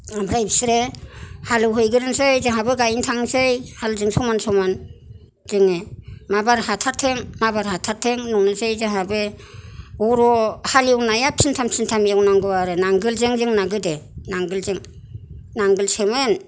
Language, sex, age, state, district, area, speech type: Bodo, female, 60+, Assam, Kokrajhar, rural, spontaneous